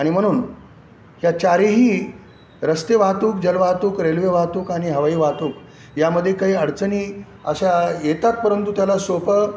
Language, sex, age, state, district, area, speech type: Marathi, male, 60+, Maharashtra, Nanded, urban, spontaneous